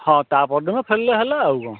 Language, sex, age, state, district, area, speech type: Odia, male, 45-60, Odisha, Kendrapara, urban, conversation